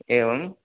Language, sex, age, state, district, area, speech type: Sanskrit, male, 18-30, Tamil Nadu, Tiruvallur, rural, conversation